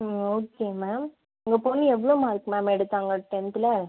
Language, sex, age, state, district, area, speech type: Tamil, female, 30-45, Tamil Nadu, Viluppuram, rural, conversation